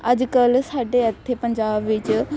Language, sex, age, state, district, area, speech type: Punjabi, female, 18-30, Punjab, Shaheed Bhagat Singh Nagar, rural, spontaneous